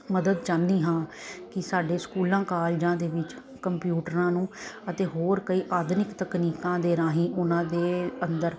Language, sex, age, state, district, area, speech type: Punjabi, female, 30-45, Punjab, Kapurthala, urban, spontaneous